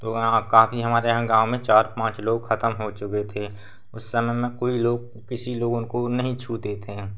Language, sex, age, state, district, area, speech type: Hindi, male, 18-30, Madhya Pradesh, Seoni, urban, spontaneous